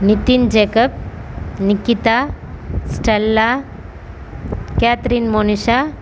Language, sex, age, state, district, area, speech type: Tamil, female, 30-45, Tamil Nadu, Tiruvannamalai, urban, spontaneous